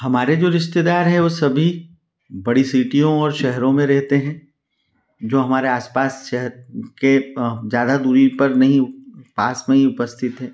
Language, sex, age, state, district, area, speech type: Hindi, male, 45-60, Madhya Pradesh, Ujjain, urban, spontaneous